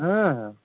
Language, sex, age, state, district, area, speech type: Bengali, male, 18-30, West Bengal, Birbhum, urban, conversation